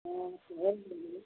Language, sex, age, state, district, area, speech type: Hindi, female, 30-45, Bihar, Samastipur, rural, conversation